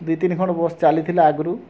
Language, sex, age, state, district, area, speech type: Odia, male, 60+, Odisha, Mayurbhanj, rural, spontaneous